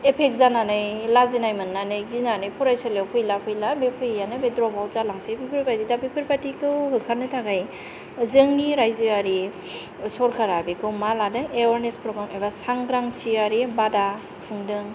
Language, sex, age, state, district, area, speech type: Bodo, female, 45-60, Assam, Kokrajhar, urban, spontaneous